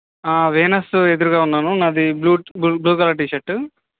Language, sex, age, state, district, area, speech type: Telugu, male, 18-30, Andhra Pradesh, N T Rama Rao, urban, conversation